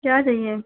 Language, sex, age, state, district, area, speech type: Hindi, female, 30-45, Uttar Pradesh, Sitapur, rural, conversation